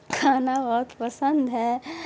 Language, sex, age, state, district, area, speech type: Urdu, female, 18-30, Bihar, Saharsa, rural, spontaneous